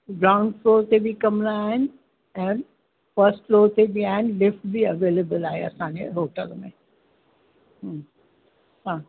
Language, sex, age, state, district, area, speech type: Sindhi, female, 60+, Uttar Pradesh, Lucknow, urban, conversation